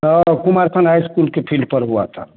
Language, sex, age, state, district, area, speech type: Hindi, male, 60+, Bihar, Madhepura, rural, conversation